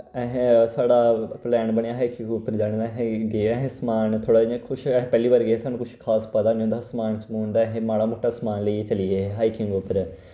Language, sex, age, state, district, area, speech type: Dogri, male, 18-30, Jammu and Kashmir, Kathua, rural, spontaneous